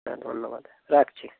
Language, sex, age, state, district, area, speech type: Bengali, male, 18-30, West Bengal, Bankura, urban, conversation